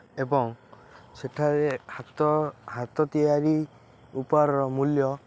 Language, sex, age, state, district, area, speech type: Odia, male, 18-30, Odisha, Jagatsinghpur, urban, spontaneous